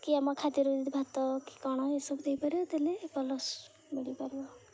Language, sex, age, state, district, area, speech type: Odia, female, 18-30, Odisha, Jagatsinghpur, rural, spontaneous